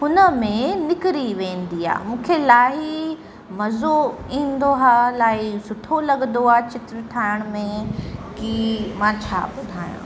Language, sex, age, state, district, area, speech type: Sindhi, female, 18-30, Uttar Pradesh, Lucknow, urban, spontaneous